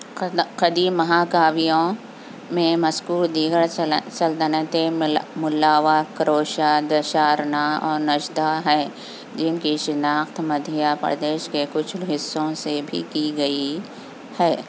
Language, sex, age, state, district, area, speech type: Urdu, female, 60+, Telangana, Hyderabad, urban, read